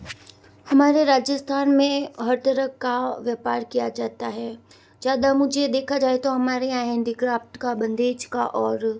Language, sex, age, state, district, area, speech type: Hindi, female, 60+, Rajasthan, Jodhpur, urban, spontaneous